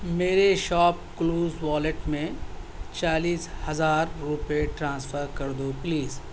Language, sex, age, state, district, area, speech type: Urdu, male, 30-45, Delhi, South Delhi, urban, read